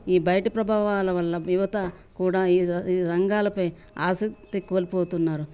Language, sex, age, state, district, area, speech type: Telugu, female, 60+, Telangana, Ranga Reddy, rural, spontaneous